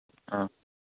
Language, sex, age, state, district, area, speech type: Manipuri, male, 18-30, Manipur, Chandel, rural, conversation